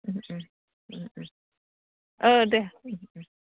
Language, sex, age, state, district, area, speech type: Bodo, female, 60+, Assam, Udalguri, rural, conversation